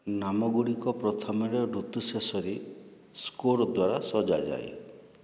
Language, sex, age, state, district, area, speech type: Odia, male, 45-60, Odisha, Boudh, rural, read